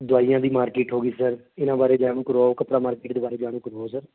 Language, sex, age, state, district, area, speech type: Punjabi, male, 45-60, Punjab, Patiala, urban, conversation